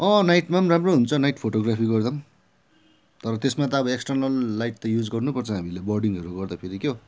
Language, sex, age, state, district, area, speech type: Nepali, male, 45-60, West Bengal, Darjeeling, rural, spontaneous